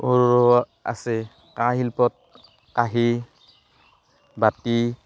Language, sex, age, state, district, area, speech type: Assamese, male, 30-45, Assam, Barpeta, rural, spontaneous